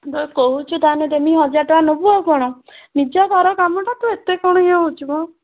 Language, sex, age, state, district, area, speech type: Odia, female, 18-30, Odisha, Bhadrak, rural, conversation